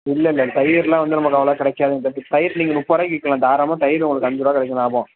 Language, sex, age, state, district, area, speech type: Tamil, male, 18-30, Tamil Nadu, Perambalur, rural, conversation